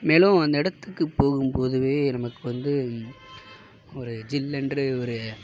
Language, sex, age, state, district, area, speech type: Tamil, male, 18-30, Tamil Nadu, Mayiladuthurai, urban, spontaneous